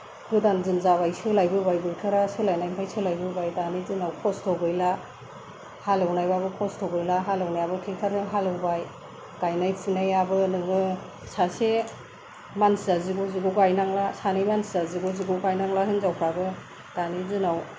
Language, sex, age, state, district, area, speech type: Bodo, female, 45-60, Assam, Kokrajhar, rural, spontaneous